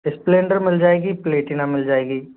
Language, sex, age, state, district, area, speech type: Hindi, male, 18-30, Rajasthan, Jodhpur, rural, conversation